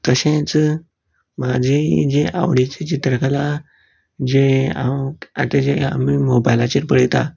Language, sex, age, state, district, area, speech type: Goan Konkani, male, 18-30, Goa, Canacona, rural, spontaneous